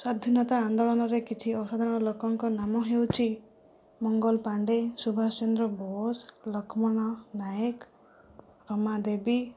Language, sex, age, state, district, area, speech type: Odia, female, 45-60, Odisha, Kandhamal, rural, spontaneous